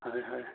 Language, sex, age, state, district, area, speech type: Assamese, female, 18-30, Assam, Sonitpur, rural, conversation